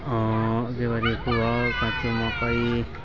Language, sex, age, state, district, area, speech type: Nepali, male, 18-30, West Bengal, Kalimpong, rural, spontaneous